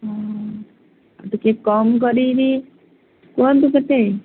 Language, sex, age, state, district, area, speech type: Odia, female, 60+, Odisha, Gajapati, rural, conversation